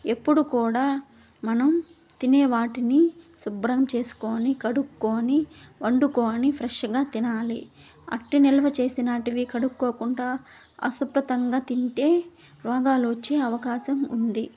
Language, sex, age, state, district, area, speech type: Telugu, female, 18-30, Andhra Pradesh, Nellore, rural, spontaneous